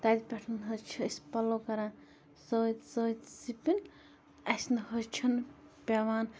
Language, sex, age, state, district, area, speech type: Kashmiri, female, 30-45, Jammu and Kashmir, Bandipora, rural, spontaneous